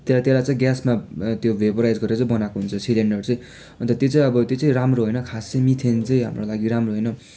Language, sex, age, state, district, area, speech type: Nepali, male, 18-30, West Bengal, Darjeeling, rural, spontaneous